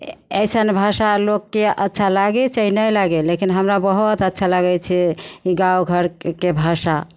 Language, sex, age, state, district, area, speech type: Maithili, female, 45-60, Bihar, Begusarai, rural, spontaneous